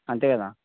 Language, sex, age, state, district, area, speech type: Telugu, male, 45-60, Telangana, Mancherial, rural, conversation